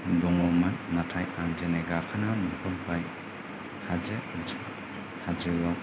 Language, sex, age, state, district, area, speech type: Bodo, male, 45-60, Assam, Kokrajhar, rural, spontaneous